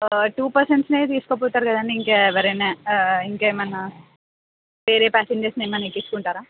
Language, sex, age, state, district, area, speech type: Telugu, female, 18-30, Andhra Pradesh, Anantapur, urban, conversation